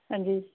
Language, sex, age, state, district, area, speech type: Punjabi, female, 30-45, Punjab, Pathankot, rural, conversation